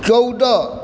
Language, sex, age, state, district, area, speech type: Maithili, male, 60+, Bihar, Supaul, rural, read